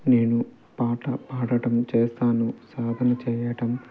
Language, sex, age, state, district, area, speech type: Telugu, male, 30-45, Andhra Pradesh, Nellore, urban, spontaneous